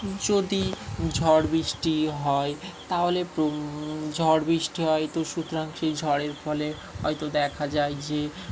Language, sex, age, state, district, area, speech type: Bengali, male, 18-30, West Bengal, Dakshin Dinajpur, urban, spontaneous